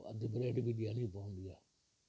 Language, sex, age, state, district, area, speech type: Sindhi, male, 60+, Gujarat, Kutch, rural, spontaneous